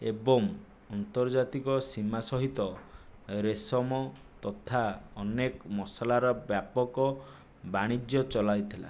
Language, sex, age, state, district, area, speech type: Odia, male, 45-60, Odisha, Nayagarh, rural, read